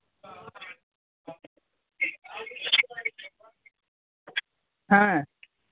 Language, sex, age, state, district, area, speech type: Bengali, male, 45-60, West Bengal, Uttar Dinajpur, urban, conversation